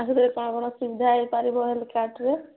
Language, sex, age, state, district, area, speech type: Odia, female, 30-45, Odisha, Sambalpur, rural, conversation